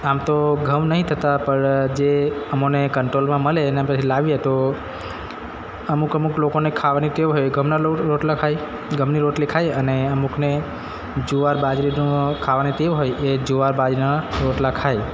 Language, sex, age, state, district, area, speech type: Gujarati, male, 30-45, Gujarat, Narmada, rural, spontaneous